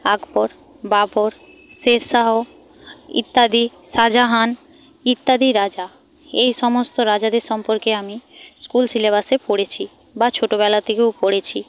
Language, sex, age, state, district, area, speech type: Bengali, female, 45-60, West Bengal, Paschim Medinipur, rural, spontaneous